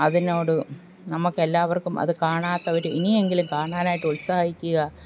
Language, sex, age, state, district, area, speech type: Malayalam, female, 45-60, Kerala, Alappuzha, rural, spontaneous